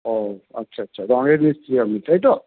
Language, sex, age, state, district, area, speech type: Bengali, male, 30-45, West Bengal, Purba Bardhaman, urban, conversation